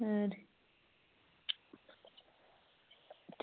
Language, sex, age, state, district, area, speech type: Dogri, female, 30-45, Jammu and Kashmir, Udhampur, rural, conversation